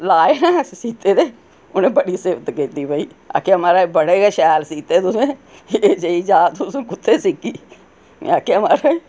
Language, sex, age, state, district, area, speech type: Dogri, female, 60+, Jammu and Kashmir, Reasi, urban, spontaneous